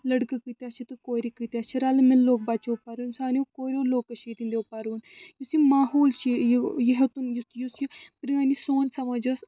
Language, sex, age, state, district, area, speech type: Kashmiri, female, 30-45, Jammu and Kashmir, Srinagar, urban, spontaneous